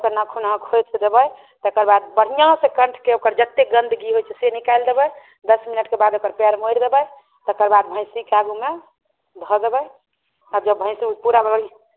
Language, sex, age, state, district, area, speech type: Maithili, female, 30-45, Bihar, Samastipur, urban, conversation